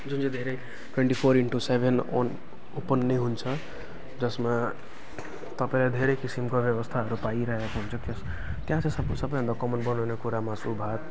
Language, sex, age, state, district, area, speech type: Nepali, male, 18-30, West Bengal, Jalpaiguri, rural, spontaneous